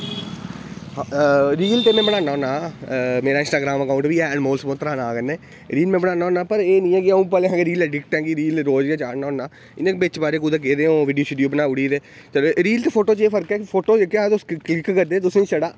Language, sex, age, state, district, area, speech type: Dogri, male, 18-30, Jammu and Kashmir, Reasi, rural, spontaneous